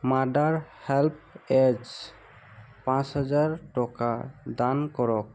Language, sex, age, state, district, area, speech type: Assamese, male, 18-30, Assam, Tinsukia, rural, read